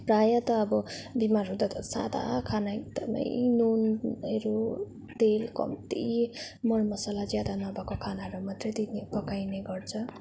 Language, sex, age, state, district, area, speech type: Nepali, female, 18-30, West Bengal, Darjeeling, rural, spontaneous